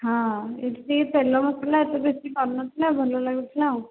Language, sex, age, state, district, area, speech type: Odia, female, 18-30, Odisha, Dhenkanal, rural, conversation